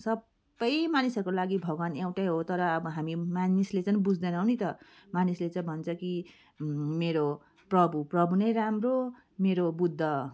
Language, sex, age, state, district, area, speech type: Nepali, female, 30-45, West Bengal, Darjeeling, rural, spontaneous